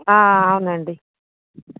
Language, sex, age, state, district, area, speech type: Telugu, female, 45-60, Andhra Pradesh, Visakhapatnam, urban, conversation